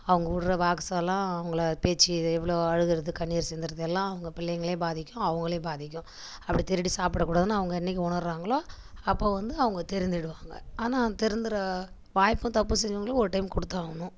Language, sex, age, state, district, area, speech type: Tamil, female, 30-45, Tamil Nadu, Kallakurichi, rural, spontaneous